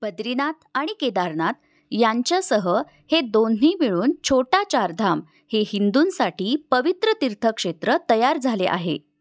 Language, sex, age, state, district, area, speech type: Marathi, female, 18-30, Maharashtra, Pune, urban, read